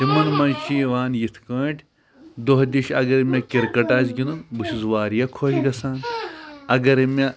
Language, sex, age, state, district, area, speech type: Kashmiri, male, 18-30, Jammu and Kashmir, Pulwama, rural, spontaneous